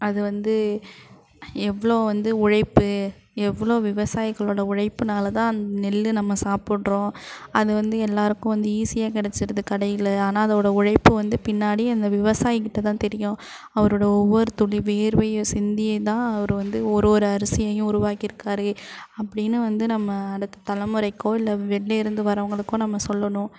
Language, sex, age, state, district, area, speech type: Tamil, female, 30-45, Tamil Nadu, Thanjavur, urban, spontaneous